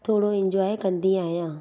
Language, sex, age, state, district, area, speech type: Sindhi, female, 30-45, Gujarat, Surat, urban, spontaneous